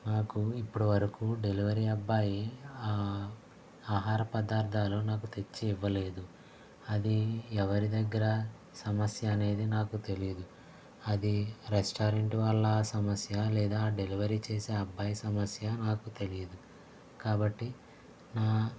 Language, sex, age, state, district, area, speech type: Telugu, male, 60+, Andhra Pradesh, Konaseema, urban, spontaneous